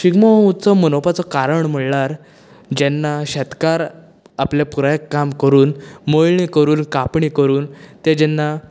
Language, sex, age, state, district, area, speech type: Goan Konkani, male, 18-30, Goa, Canacona, rural, spontaneous